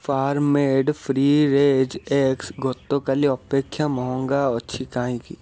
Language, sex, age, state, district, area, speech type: Odia, male, 18-30, Odisha, Cuttack, urban, read